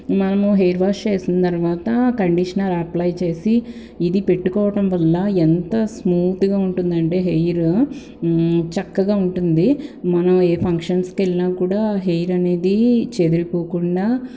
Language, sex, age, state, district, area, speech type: Telugu, female, 18-30, Andhra Pradesh, Guntur, urban, spontaneous